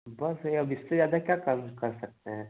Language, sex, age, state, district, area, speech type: Hindi, male, 18-30, Madhya Pradesh, Ujjain, urban, conversation